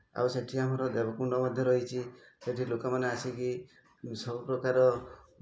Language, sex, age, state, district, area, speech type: Odia, male, 45-60, Odisha, Mayurbhanj, rural, spontaneous